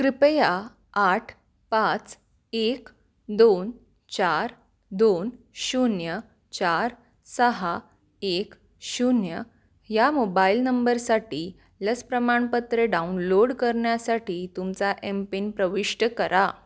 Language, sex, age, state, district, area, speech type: Marathi, female, 18-30, Maharashtra, Pune, urban, read